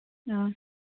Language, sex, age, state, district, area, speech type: Manipuri, female, 18-30, Manipur, Churachandpur, rural, conversation